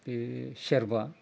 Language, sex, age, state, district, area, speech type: Bodo, male, 60+, Assam, Udalguri, rural, spontaneous